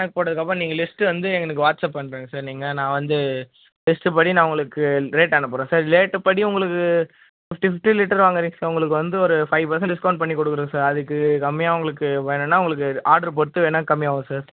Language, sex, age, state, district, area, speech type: Tamil, male, 18-30, Tamil Nadu, Vellore, rural, conversation